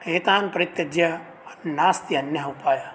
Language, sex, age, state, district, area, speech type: Sanskrit, male, 18-30, Bihar, Begusarai, rural, spontaneous